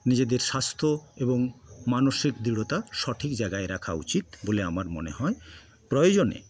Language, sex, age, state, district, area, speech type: Bengali, male, 60+, West Bengal, Paschim Medinipur, rural, spontaneous